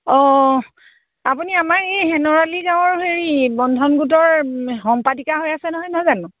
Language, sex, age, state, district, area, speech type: Assamese, female, 45-60, Assam, Sivasagar, rural, conversation